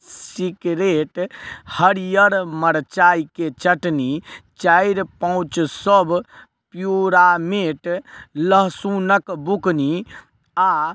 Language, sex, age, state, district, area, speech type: Maithili, male, 18-30, Bihar, Madhubani, rural, read